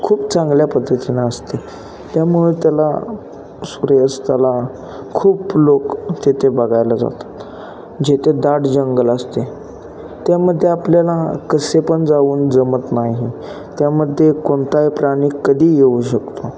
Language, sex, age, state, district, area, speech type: Marathi, male, 18-30, Maharashtra, Satara, rural, spontaneous